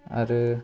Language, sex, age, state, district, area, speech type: Bodo, male, 30-45, Assam, Kokrajhar, urban, spontaneous